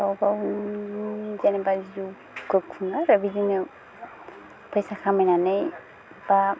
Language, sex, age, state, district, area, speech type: Bodo, female, 30-45, Assam, Udalguri, rural, spontaneous